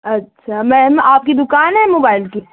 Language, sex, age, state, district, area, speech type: Hindi, female, 45-60, Uttar Pradesh, Ayodhya, rural, conversation